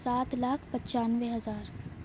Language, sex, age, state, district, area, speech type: Urdu, female, 18-30, Uttar Pradesh, Shahjahanpur, urban, spontaneous